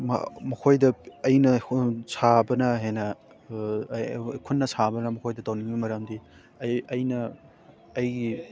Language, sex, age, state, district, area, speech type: Manipuri, male, 18-30, Manipur, Thoubal, rural, spontaneous